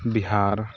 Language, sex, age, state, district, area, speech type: Maithili, male, 30-45, Bihar, Sitamarhi, urban, spontaneous